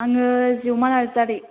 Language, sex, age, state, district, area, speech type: Bodo, female, 18-30, Assam, Chirang, rural, conversation